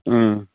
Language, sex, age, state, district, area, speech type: Assamese, male, 45-60, Assam, Charaideo, rural, conversation